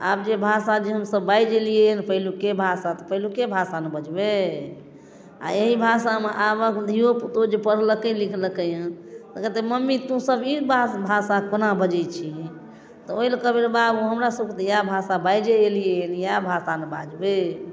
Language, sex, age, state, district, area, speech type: Maithili, female, 45-60, Bihar, Darbhanga, rural, spontaneous